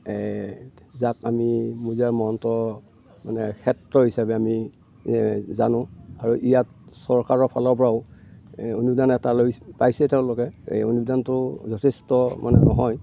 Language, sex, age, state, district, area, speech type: Assamese, male, 60+, Assam, Darrang, rural, spontaneous